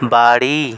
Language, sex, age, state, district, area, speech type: Bengali, male, 18-30, West Bengal, North 24 Parganas, rural, read